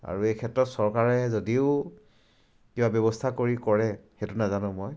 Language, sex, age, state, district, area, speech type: Assamese, male, 30-45, Assam, Charaideo, urban, spontaneous